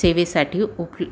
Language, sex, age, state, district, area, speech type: Marathi, female, 30-45, Maharashtra, Amravati, urban, spontaneous